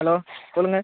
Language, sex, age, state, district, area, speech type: Tamil, male, 18-30, Tamil Nadu, Cuddalore, rural, conversation